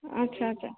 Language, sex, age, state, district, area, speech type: Marathi, female, 45-60, Maharashtra, Nanded, urban, conversation